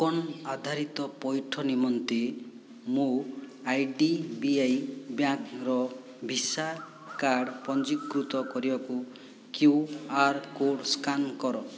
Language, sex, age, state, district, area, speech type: Odia, male, 60+, Odisha, Boudh, rural, read